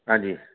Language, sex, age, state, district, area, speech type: Dogri, male, 45-60, Jammu and Kashmir, Reasi, urban, conversation